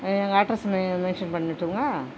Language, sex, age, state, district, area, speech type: Tamil, female, 45-60, Tamil Nadu, Cuddalore, rural, spontaneous